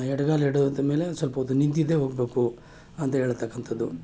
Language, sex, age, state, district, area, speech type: Kannada, male, 45-60, Karnataka, Mysore, urban, spontaneous